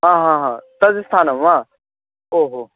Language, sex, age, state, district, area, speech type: Sanskrit, male, 18-30, Delhi, Central Delhi, urban, conversation